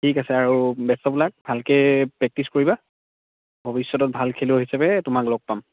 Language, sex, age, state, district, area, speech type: Assamese, male, 18-30, Assam, Dibrugarh, rural, conversation